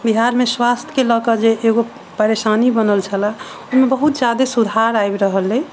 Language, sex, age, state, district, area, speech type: Maithili, female, 45-60, Bihar, Sitamarhi, urban, spontaneous